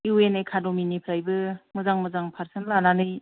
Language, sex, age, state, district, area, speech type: Bodo, female, 45-60, Assam, Kokrajhar, rural, conversation